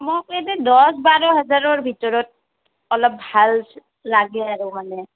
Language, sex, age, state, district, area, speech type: Assamese, female, 30-45, Assam, Kamrup Metropolitan, rural, conversation